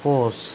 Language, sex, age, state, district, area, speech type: Santali, male, 30-45, Jharkhand, East Singhbhum, rural, spontaneous